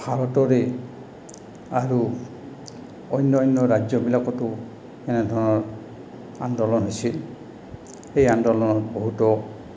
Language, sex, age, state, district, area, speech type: Assamese, male, 60+, Assam, Goalpara, rural, spontaneous